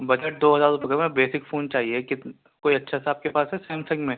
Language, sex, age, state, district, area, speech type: Urdu, male, 18-30, Uttar Pradesh, Balrampur, rural, conversation